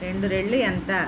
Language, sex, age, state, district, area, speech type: Telugu, female, 30-45, Andhra Pradesh, Konaseema, rural, read